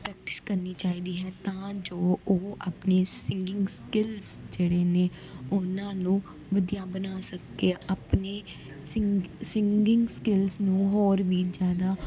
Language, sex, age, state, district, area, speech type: Punjabi, female, 18-30, Punjab, Gurdaspur, rural, spontaneous